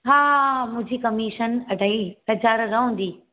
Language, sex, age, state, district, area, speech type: Sindhi, female, 30-45, Gujarat, Surat, urban, conversation